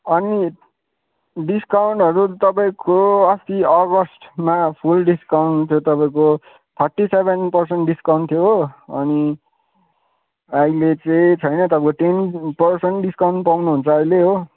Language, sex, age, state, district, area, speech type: Nepali, male, 18-30, West Bengal, Kalimpong, rural, conversation